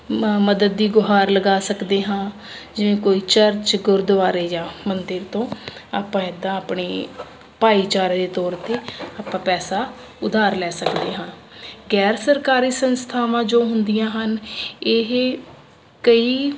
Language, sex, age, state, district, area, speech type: Punjabi, female, 30-45, Punjab, Ludhiana, urban, spontaneous